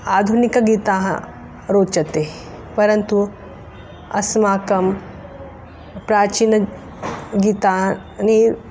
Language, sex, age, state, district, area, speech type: Sanskrit, female, 45-60, Maharashtra, Nagpur, urban, spontaneous